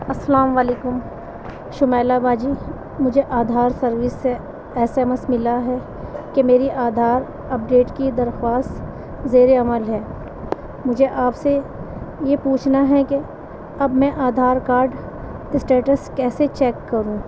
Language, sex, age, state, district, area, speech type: Urdu, female, 45-60, Delhi, East Delhi, urban, spontaneous